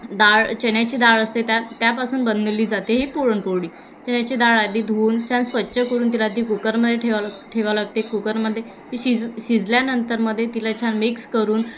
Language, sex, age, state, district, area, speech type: Marathi, female, 18-30, Maharashtra, Thane, urban, spontaneous